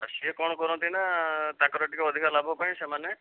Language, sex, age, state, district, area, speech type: Odia, male, 45-60, Odisha, Jajpur, rural, conversation